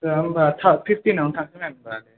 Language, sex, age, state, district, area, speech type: Bodo, male, 18-30, Assam, Kokrajhar, urban, conversation